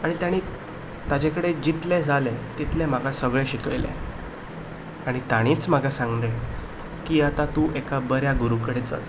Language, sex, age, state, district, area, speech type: Goan Konkani, male, 18-30, Goa, Ponda, rural, spontaneous